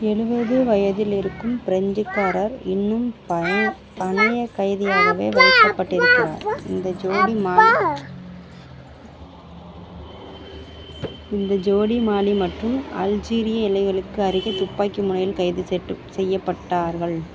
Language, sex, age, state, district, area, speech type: Tamil, female, 30-45, Tamil Nadu, Mayiladuthurai, urban, read